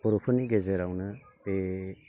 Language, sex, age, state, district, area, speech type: Bodo, male, 45-60, Assam, Baksa, urban, spontaneous